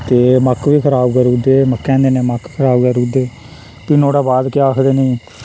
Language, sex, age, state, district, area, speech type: Dogri, male, 30-45, Jammu and Kashmir, Reasi, rural, spontaneous